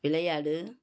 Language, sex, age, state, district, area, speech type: Tamil, female, 60+, Tamil Nadu, Madurai, urban, read